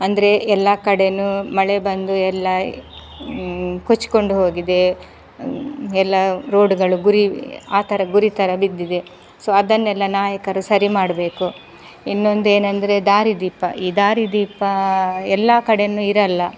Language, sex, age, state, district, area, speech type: Kannada, female, 30-45, Karnataka, Udupi, rural, spontaneous